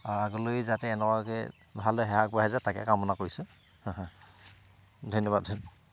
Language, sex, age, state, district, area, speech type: Assamese, male, 30-45, Assam, Tinsukia, urban, spontaneous